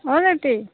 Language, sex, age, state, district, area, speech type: Assamese, female, 45-60, Assam, Goalpara, urban, conversation